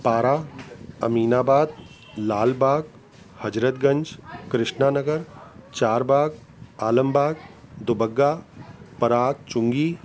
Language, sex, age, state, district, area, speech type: Sindhi, male, 45-60, Uttar Pradesh, Lucknow, rural, spontaneous